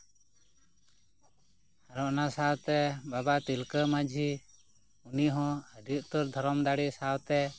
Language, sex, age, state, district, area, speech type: Santali, male, 30-45, West Bengal, Purba Bardhaman, rural, spontaneous